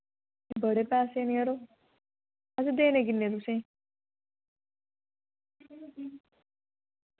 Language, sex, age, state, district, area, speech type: Dogri, female, 18-30, Jammu and Kashmir, Reasi, rural, conversation